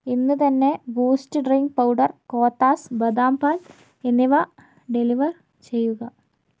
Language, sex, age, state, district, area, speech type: Malayalam, female, 18-30, Kerala, Kozhikode, urban, read